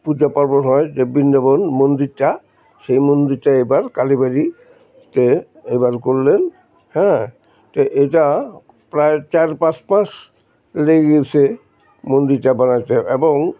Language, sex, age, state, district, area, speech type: Bengali, male, 60+, West Bengal, Alipurduar, rural, spontaneous